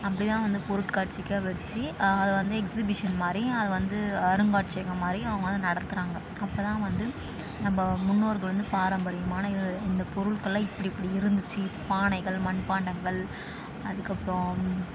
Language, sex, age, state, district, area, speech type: Tamil, female, 18-30, Tamil Nadu, Tiruvannamalai, urban, spontaneous